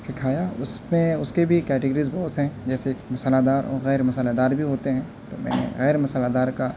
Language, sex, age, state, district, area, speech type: Urdu, male, 18-30, Delhi, North West Delhi, urban, spontaneous